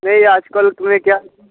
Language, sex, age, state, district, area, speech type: Hindi, male, 18-30, Uttar Pradesh, Mirzapur, rural, conversation